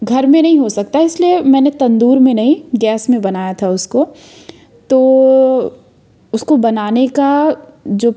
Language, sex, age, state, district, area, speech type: Hindi, female, 30-45, Madhya Pradesh, Jabalpur, urban, spontaneous